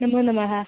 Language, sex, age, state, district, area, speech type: Sanskrit, female, 18-30, Kerala, Kottayam, rural, conversation